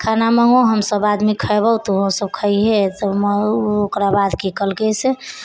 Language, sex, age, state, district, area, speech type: Maithili, female, 30-45, Bihar, Sitamarhi, rural, spontaneous